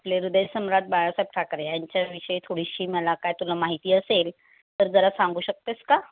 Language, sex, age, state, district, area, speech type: Marathi, female, 45-60, Maharashtra, Mumbai Suburban, urban, conversation